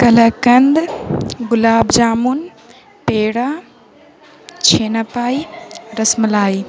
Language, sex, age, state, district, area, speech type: Urdu, female, 18-30, Bihar, Gaya, urban, spontaneous